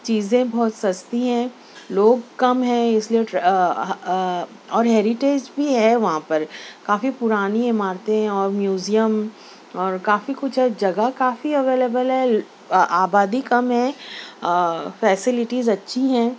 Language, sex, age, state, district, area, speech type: Urdu, female, 30-45, Maharashtra, Nashik, urban, spontaneous